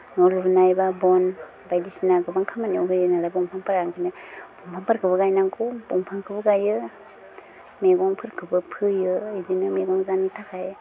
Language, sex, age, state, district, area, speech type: Bodo, female, 30-45, Assam, Udalguri, rural, spontaneous